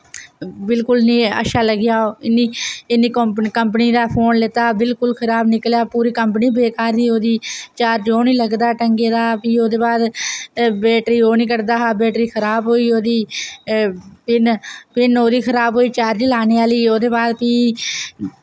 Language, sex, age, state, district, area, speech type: Dogri, female, 18-30, Jammu and Kashmir, Reasi, rural, spontaneous